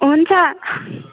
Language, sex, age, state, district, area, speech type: Nepali, female, 18-30, West Bengal, Alipurduar, urban, conversation